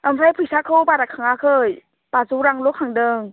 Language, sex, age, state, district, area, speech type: Bodo, female, 30-45, Assam, Chirang, rural, conversation